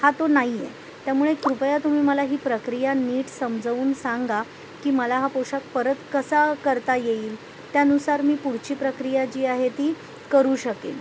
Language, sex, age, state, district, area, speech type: Marathi, female, 45-60, Maharashtra, Thane, urban, spontaneous